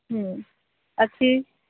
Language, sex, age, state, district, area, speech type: Odia, female, 45-60, Odisha, Sambalpur, rural, conversation